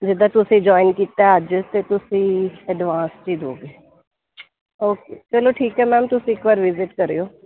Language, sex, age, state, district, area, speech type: Punjabi, female, 30-45, Punjab, Kapurthala, urban, conversation